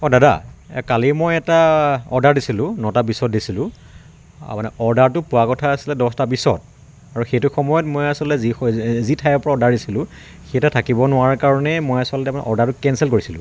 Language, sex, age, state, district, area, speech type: Assamese, male, 30-45, Assam, Dibrugarh, rural, spontaneous